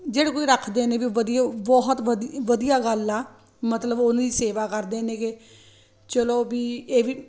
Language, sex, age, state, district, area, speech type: Punjabi, female, 45-60, Punjab, Ludhiana, urban, spontaneous